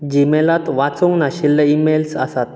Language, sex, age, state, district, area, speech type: Goan Konkani, male, 18-30, Goa, Bardez, urban, read